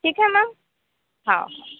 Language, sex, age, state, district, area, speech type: Marathi, female, 18-30, Maharashtra, Akola, rural, conversation